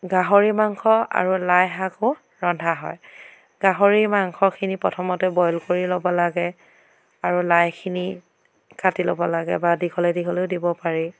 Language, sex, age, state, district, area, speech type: Assamese, female, 45-60, Assam, Dhemaji, rural, spontaneous